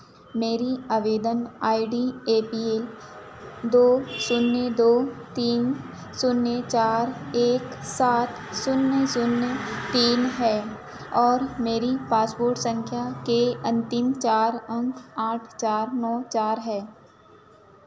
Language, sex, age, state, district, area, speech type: Hindi, female, 18-30, Madhya Pradesh, Chhindwara, urban, read